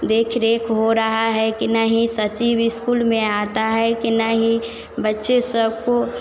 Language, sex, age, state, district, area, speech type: Hindi, female, 45-60, Bihar, Vaishali, urban, spontaneous